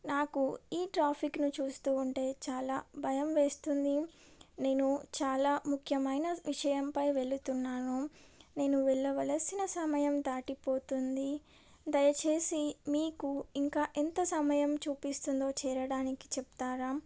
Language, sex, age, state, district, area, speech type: Telugu, female, 18-30, Telangana, Medak, urban, spontaneous